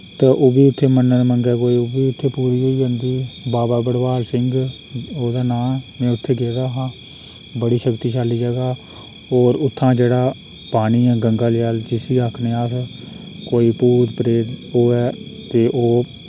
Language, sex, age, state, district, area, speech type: Dogri, male, 30-45, Jammu and Kashmir, Reasi, rural, spontaneous